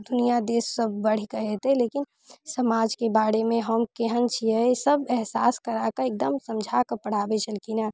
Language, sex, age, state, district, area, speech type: Maithili, female, 18-30, Bihar, Muzaffarpur, rural, spontaneous